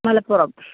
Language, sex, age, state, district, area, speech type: Malayalam, female, 30-45, Kerala, Malappuram, rural, conversation